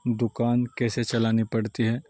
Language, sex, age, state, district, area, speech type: Urdu, male, 30-45, Uttar Pradesh, Saharanpur, urban, spontaneous